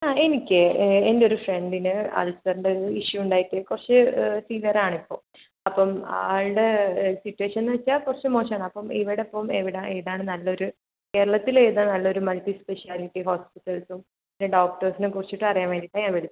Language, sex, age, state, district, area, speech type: Malayalam, male, 18-30, Kerala, Kozhikode, urban, conversation